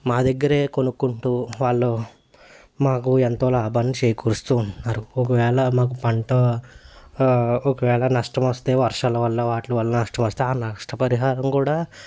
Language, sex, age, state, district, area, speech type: Telugu, male, 30-45, Andhra Pradesh, Eluru, rural, spontaneous